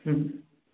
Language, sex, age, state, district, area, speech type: Manipuri, male, 18-30, Manipur, Imphal West, rural, conversation